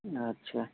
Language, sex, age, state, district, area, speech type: Odia, male, 45-60, Odisha, Sundergarh, rural, conversation